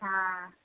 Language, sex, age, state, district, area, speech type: Maithili, female, 30-45, Bihar, Madhepura, rural, conversation